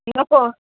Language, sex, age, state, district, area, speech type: Marathi, female, 18-30, Maharashtra, Nanded, rural, conversation